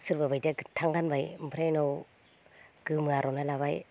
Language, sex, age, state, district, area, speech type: Bodo, female, 30-45, Assam, Baksa, rural, spontaneous